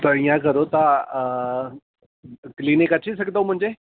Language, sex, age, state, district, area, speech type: Sindhi, male, 30-45, Delhi, South Delhi, urban, conversation